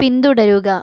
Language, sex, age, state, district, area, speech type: Malayalam, female, 45-60, Kerala, Kozhikode, urban, read